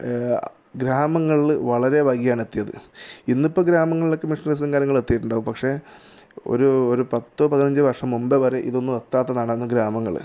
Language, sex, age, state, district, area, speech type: Malayalam, male, 30-45, Kerala, Kasaragod, rural, spontaneous